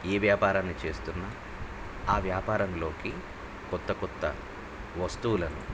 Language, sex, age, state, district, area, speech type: Telugu, male, 45-60, Andhra Pradesh, Nellore, urban, spontaneous